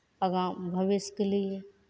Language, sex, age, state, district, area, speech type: Maithili, female, 45-60, Bihar, Begusarai, rural, spontaneous